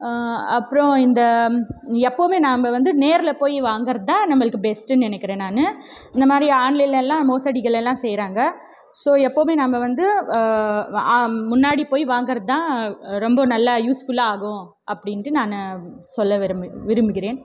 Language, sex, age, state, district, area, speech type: Tamil, female, 18-30, Tamil Nadu, Krishnagiri, rural, spontaneous